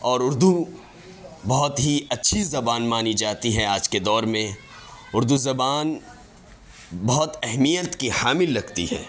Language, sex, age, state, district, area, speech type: Urdu, male, 18-30, Delhi, Central Delhi, urban, spontaneous